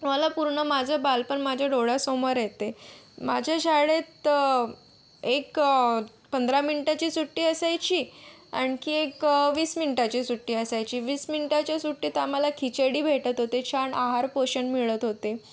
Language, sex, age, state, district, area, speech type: Marathi, female, 30-45, Maharashtra, Yavatmal, rural, spontaneous